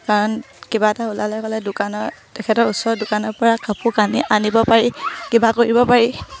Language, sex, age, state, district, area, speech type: Assamese, female, 18-30, Assam, Sivasagar, rural, spontaneous